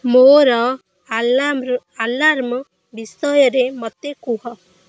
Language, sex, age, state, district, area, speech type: Odia, female, 18-30, Odisha, Kendrapara, urban, read